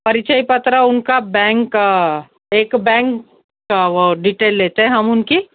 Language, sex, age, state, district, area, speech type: Hindi, female, 45-60, Rajasthan, Jodhpur, urban, conversation